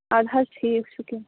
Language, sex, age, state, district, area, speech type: Kashmiri, female, 18-30, Jammu and Kashmir, Shopian, rural, conversation